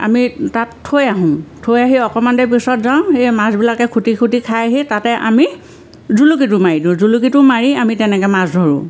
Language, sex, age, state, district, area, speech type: Assamese, female, 45-60, Assam, Sivasagar, rural, spontaneous